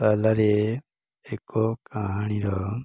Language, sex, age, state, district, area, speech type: Odia, female, 30-45, Odisha, Balangir, urban, spontaneous